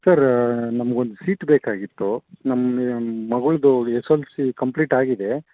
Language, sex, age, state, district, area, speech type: Kannada, male, 30-45, Karnataka, Bangalore Urban, urban, conversation